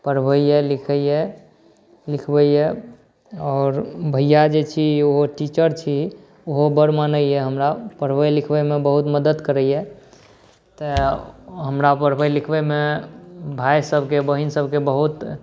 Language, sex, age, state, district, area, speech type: Maithili, male, 18-30, Bihar, Saharsa, urban, spontaneous